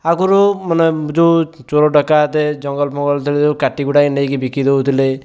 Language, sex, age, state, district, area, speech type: Odia, male, 18-30, Odisha, Dhenkanal, rural, spontaneous